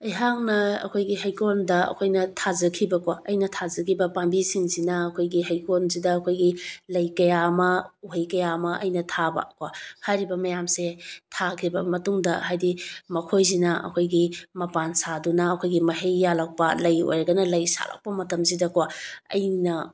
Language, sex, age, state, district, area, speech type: Manipuri, female, 30-45, Manipur, Bishnupur, rural, spontaneous